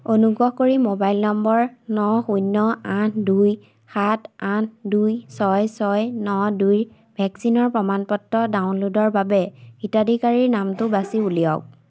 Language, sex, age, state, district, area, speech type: Assamese, female, 18-30, Assam, Majuli, urban, read